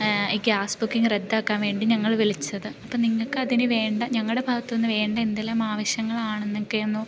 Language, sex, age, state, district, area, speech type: Malayalam, female, 18-30, Kerala, Idukki, rural, spontaneous